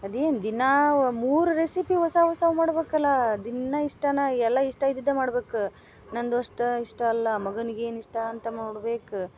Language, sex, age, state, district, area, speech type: Kannada, female, 30-45, Karnataka, Gadag, rural, spontaneous